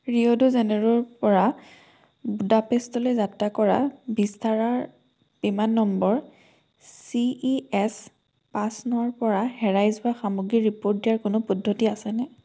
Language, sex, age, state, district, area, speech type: Assamese, female, 18-30, Assam, Majuli, urban, read